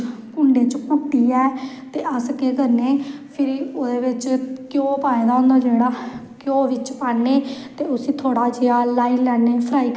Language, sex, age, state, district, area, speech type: Dogri, female, 30-45, Jammu and Kashmir, Samba, rural, spontaneous